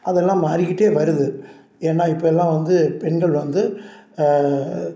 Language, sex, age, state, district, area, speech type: Tamil, male, 60+, Tamil Nadu, Salem, urban, spontaneous